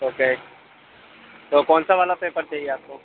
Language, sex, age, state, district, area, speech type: Hindi, male, 30-45, Madhya Pradesh, Hoshangabad, rural, conversation